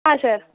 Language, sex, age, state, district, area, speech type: Kannada, female, 18-30, Karnataka, Mysore, rural, conversation